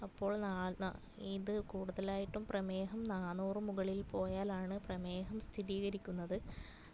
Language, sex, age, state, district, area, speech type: Malayalam, female, 30-45, Kerala, Kasaragod, rural, spontaneous